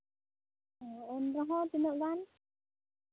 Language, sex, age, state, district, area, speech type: Santali, female, 18-30, West Bengal, Purba Bardhaman, rural, conversation